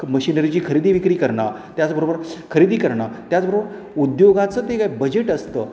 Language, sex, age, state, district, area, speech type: Marathi, male, 60+, Maharashtra, Satara, urban, spontaneous